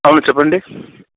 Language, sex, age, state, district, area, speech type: Telugu, female, 60+, Andhra Pradesh, Chittoor, rural, conversation